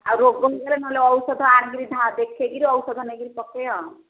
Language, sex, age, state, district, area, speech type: Odia, female, 45-60, Odisha, Gajapati, rural, conversation